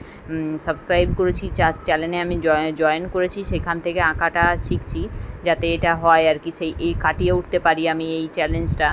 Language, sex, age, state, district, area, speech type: Bengali, female, 30-45, West Bengal, Kolkata, urban, spontaneous